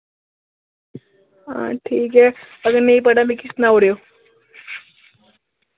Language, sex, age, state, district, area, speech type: Dogri, male, 45-60, Jammu and Kashmir, Udhampur, urban, conversation